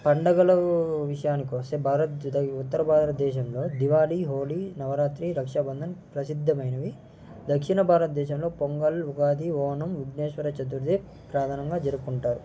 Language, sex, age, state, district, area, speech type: Telugu, male, 18-30, Andhra Pradesh, Nellore, rural, spontaneous